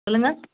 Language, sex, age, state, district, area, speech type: Tamil, female, 30-45, Tamil Nadu, Chennai, urban, conversation